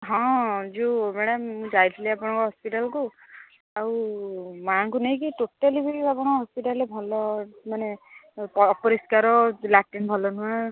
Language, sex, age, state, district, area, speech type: Odia, female, 60+, Odisha, Jharsuguda, rural, conversation